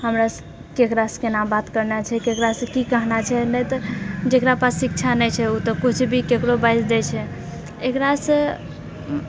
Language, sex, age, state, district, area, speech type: Maithili, female, 45-60, Bihar, Purnia, rural, spontaneous